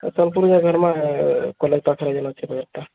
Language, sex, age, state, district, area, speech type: Odia, male, 18-30, Odisha, Subarnapur, urban, conversation